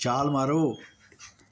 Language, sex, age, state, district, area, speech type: Punjabi, male, 60+, Punjab, Pathankot, rural, read